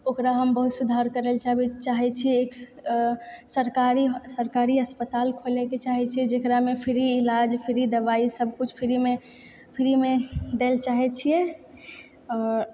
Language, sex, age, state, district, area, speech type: Maithili, female, 18-30, Bihar, Purnia, rural, spontaneous